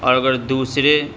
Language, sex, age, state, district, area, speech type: Urdu, male, 30-45, Delhi, Central Delhi, urban, spontaneous